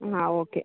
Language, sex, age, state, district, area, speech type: Kannada, female, 18-30, Karnataka, Dakshina Kannada, rural, conversation